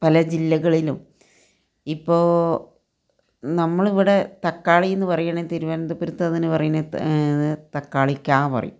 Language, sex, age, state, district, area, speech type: Malayalam, female, 45-60, Kerala, Palakkad, rural, spontaneous